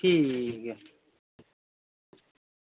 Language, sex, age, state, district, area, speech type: Dogri, male, 30-45, Jammu and Kashmir, Reasi, rural, conversation